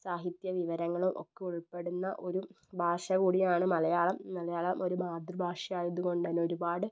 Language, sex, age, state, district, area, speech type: Malayalam, female, 18-30, Kerala, Wayanad, rural, spontaneous